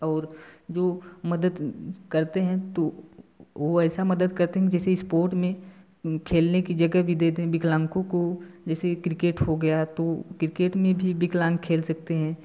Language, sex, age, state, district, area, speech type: Hindi, male, 18-30, Uttar Pradesh, Prayagraj, rural, spontaneous